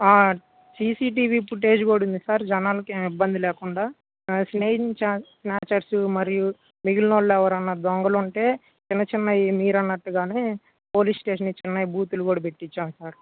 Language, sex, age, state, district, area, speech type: Telugu, male, 18-30, Andhra Pradesh, Guntur, urban, conversation